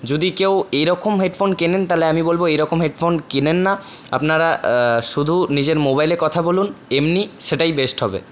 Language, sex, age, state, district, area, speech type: Bengali, male, 30-45, West Bengal, Paschim Bardhaman, rural, spontaneous